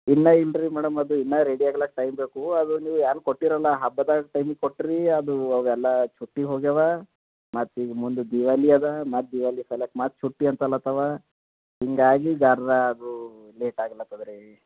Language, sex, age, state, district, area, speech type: Kannada, male, 30-45, Karnataka, Bidar, urban, conversation